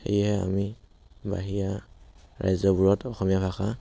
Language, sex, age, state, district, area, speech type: Assamese, male, 18-30, Assam, Dhemaji, rural, spontaneous